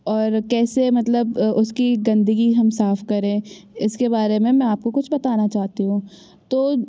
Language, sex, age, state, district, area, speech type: Hindi, female, 30-45, Madhya Pradesh, Jabalpur, urban, spontaneous